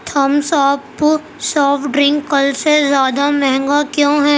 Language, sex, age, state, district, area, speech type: Urdu, female, 45-60, Delhi, Central Delhi, urban, read